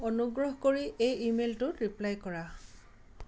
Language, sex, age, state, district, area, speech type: Assamese, female, 45-60, Assam, Tinsukia, urban, read